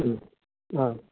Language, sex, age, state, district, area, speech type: Bodo, male, 45-60, Assam, Kokrajhar, urban, conversation